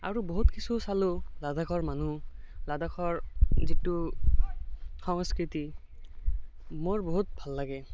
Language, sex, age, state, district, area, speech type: Assamese, male, 18-30, Assam, Barpeta, rural, spontaneous